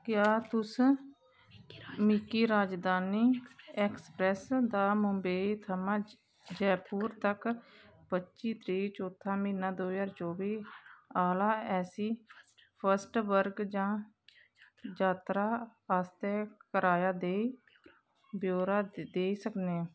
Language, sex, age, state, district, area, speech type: Dogri, female, 30-45, Jammu and Kashmir, Kathua, rural, read